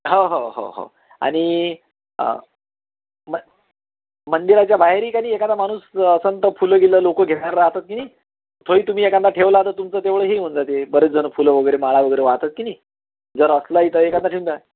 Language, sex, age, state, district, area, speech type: Marathi, male, 30-45, Maharashtra, Amravati, rural, conversation